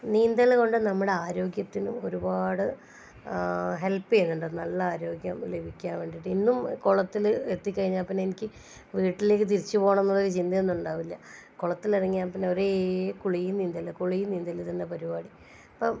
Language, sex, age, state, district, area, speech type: Malayalam, female, 30-45, Kerala, Kannur, rural, spontaneous